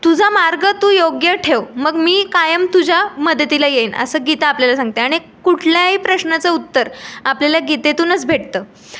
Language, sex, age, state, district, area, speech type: Marathi, female, 18-30, Maharashtra, Pune, rural, spontaneous